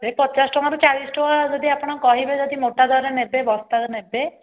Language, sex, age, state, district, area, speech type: Odia, female, 18-30, Odisha, Dhenkanal, rural, conversation